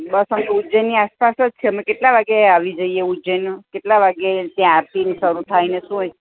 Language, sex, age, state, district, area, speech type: Gujarati, female, 60+, Gujarat, Ahmedabad, urban, conversation